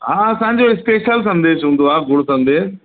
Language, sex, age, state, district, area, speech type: Sindhi, male, 45-60, Uttar Pradesh, Lucknow, urban, conversation